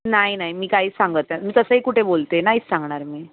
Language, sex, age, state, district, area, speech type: Marathi, female, 18-30, Maharashtra, Mumbai Suburban, urban, conversation